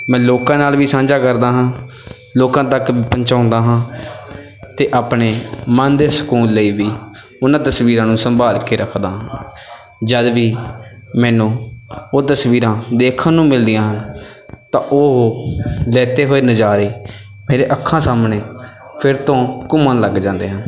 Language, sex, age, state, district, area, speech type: Punjabi, male, 18-30, Punjab, Bathinda, rural, spontaneous